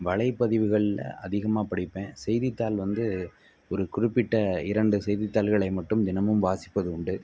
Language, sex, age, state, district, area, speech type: Tamil, male, 18-30, Tamil Nadu, Pudukkottai, rural, spontaneous